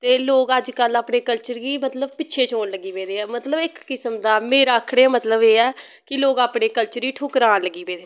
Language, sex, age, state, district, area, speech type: Dogri, female, 18-30, Jammu and Kashmir, Samba, rural, spontaneous